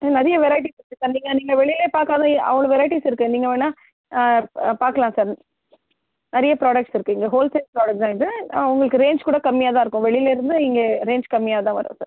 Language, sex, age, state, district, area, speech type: Tamil, female, 45-60, Tamil Nadu, Chennai, urban, conversation